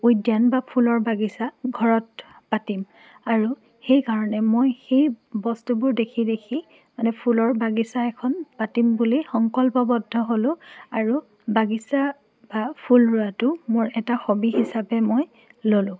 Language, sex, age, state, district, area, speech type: Assamese, female, 18-30, Assam, Dhemaji, rural, spontaneous